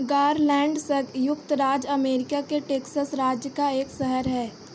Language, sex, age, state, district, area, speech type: Hindi, female, 18-30, Uttar Pradesh, Pratapgarh, rural, read